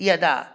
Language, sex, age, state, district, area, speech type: Sanskrit, male, 45-60, Bihar, Darbhanga, urban, spontaneous